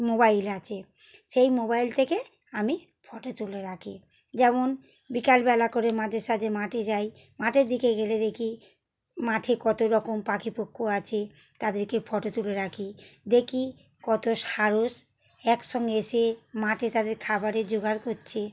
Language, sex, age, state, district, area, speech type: Bengali, female, 45-60, West Bengal, Howrah, urban, spontaneous